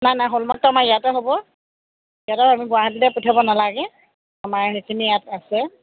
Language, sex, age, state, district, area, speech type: Assamese, female, 30-45, Assam, Sivasagar, rural, conversation